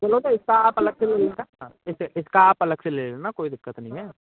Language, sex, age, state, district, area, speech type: Hindi, male, 18-30, Rajasthan, Bharatpur, urban, conversation